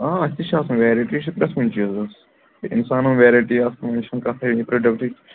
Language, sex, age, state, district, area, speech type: Kashmiri, male, 18-30, Jammu and Kashmir, Shopian, rural, conversation